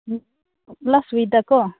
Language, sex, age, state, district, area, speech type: Manipuri, female, 30-45, Manipur, Senapati, urban, conversation